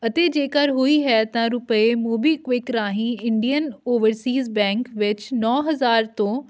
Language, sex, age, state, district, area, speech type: Punjabi, female, 18-30, Punjab, Fatehgarh Sahib, urban, read